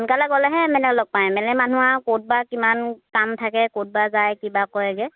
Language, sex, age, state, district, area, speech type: Assamese, female, 30-45, Assam, Lakhimpur, rural, conversation